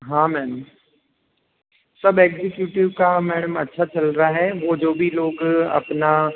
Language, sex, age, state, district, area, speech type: Hindi, male, 30-45, Rajasthan, Jodhpur, urban, conversation